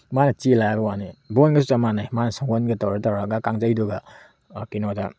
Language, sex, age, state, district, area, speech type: Manipuri, male, 30-45, Manipur, Tengnoupal, urban, spontaneous